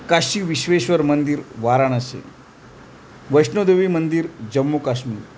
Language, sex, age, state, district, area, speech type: Marathi, male, 45-60, Maharashtra, Thane, rural, spontaneous